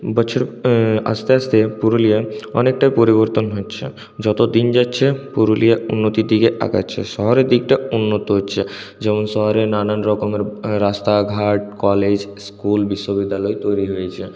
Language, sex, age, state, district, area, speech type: Bengali, male, 18-30, West Bengal, Purulia, urban, spontaneous